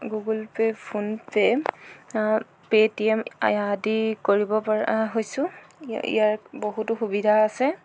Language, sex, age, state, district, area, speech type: Assamese, female, 18-30, Assam, Jorhat, urban, spontaneous